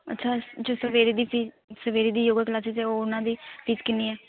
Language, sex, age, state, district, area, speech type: Punjabi, female, 18-30, Punjab, Shaheed Bhagat Singh Nagar, rural, conversation